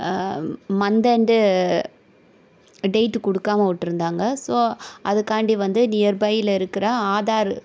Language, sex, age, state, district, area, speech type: Tamil, female, 18-30, Tamil Nadu, Sivaganga, rural, spontaneous